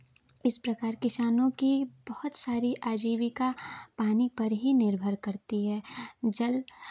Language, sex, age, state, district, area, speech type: Hindi, female, 18-30, Uttar Pradesh, Chandauli, urban, spontaneous